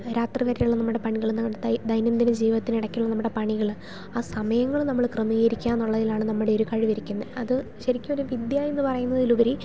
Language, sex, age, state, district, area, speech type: Malayalam, female, 30-45, Kerala, Idukki, rural, spontaneous